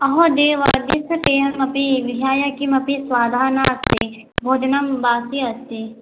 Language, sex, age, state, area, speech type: Sanskrit, female, 18-30, Assam, rural, conversation